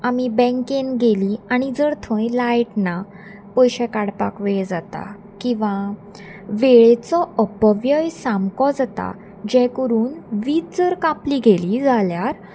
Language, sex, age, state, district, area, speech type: Goan Konkani, female, 18-30, Goa, Salcete, rural, spontaneous